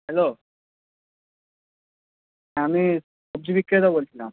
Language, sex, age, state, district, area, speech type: Bengali, male, 18-30, West Bengal, Purba Bardhaman, urban, conversation